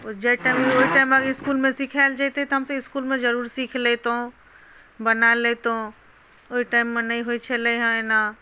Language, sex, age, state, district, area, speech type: Maithili, female, 30-45, Bihar, Madhubani, rural, spontaneous